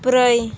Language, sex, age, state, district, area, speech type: Bodo, female, 18-30, Assam, Chirang, rural, read